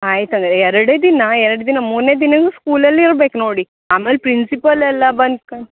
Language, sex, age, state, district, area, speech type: Kannada, female, 18-30, Karnataka, Uttara Kannada, rural, conversation